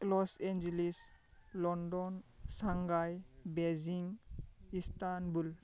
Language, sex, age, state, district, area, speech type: Bodo, male, 18-30, Assam, Baksa, rural, spontaneous